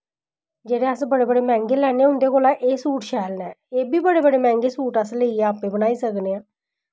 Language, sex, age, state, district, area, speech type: Dogri, female, 30-45, Jammu and Kashmir, Samba, urban, spontaneous